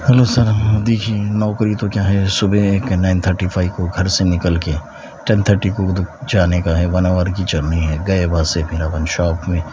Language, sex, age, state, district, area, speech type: Urdu, male, 45-60, Telangana, Hyderabad, urban, spontaneous